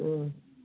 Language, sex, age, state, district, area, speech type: Odia, female, 60+, Odisha, Gajapati, rural, conversation